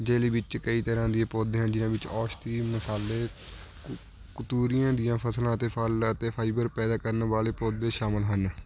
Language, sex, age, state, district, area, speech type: Punjabi, male, 18-30, Punjab, Shaheed Bhagat Singh Nagar, rural, read